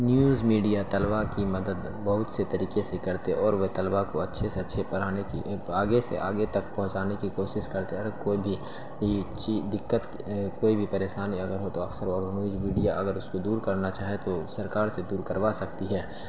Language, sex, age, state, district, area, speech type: Urdu, male, 18-30, Bihar, Saharsa, rural, spontaneous